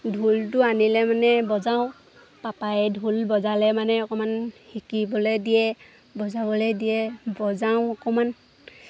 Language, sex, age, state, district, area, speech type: Assamese, female, 18-30, Assam, Lakhimpur, rural, spontaneous